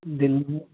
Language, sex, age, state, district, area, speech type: Urdu, male, 18-30, Delhi, Central Delhi, urban, conversation